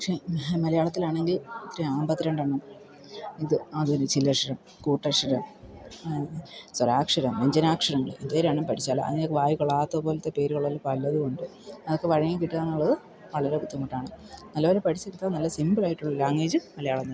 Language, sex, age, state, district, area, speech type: Malayalam, female, 30-45, Kerala, Idukki, rural, spontaneous